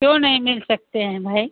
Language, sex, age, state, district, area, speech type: Hindi, female, 60+, Uttar Pradesh, Ayodhya, rural, conversation